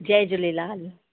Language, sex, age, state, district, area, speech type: Sindhi, female, 30-45, Maharashtra, Thane, urban, conversation